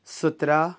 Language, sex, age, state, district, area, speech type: Goan Konkani, male, 45-60, Goa, Ponda, rural, spontaneous